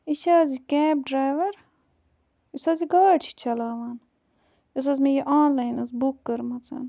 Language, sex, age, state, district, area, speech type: Kashmiri, female, 18-30, Jammu and Kashmir, Budgam, rural, spontaneous